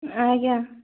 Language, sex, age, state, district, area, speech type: Odia, female, 18-30, Odisha, Kalahandi, rural, conversation